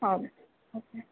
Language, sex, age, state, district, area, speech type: Kannada, female, 30-45, Karnataka, Gulbarga, urban, conversation